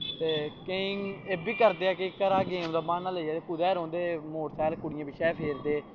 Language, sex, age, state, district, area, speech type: Dogri, male, 18-30, Jammu and Kashmir, Samba, rural, spontaneous